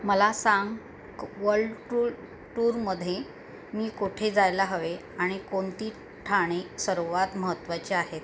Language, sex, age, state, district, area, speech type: Marathi, female, 45-60, Maharashtra, Mumbai Suburban, urban, read